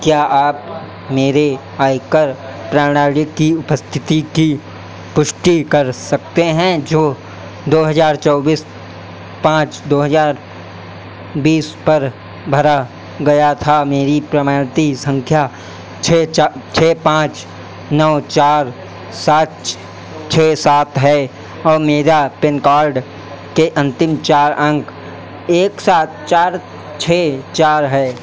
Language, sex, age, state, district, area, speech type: Hindi, male, 30-45, Uttar Pradesh, Sitapur, rural, read